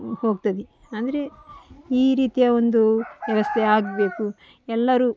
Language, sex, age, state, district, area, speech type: Kannada, female, 45-60, Karnataka, Dakshina Kannada, rural, spontaneous